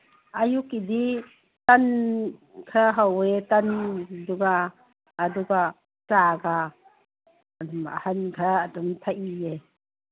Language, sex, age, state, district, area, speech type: Manipuri, female, 45-60, Manipur, Kangpokpi, urban, conversation